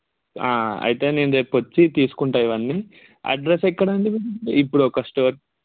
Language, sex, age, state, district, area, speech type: Telugu, male, 30-45, Telangana, Ranga Reddy, urban, conversation